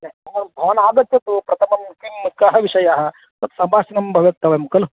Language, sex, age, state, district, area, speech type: Sanskrit, male, 30-45, Karnataka, Vijayapura, urban, conversation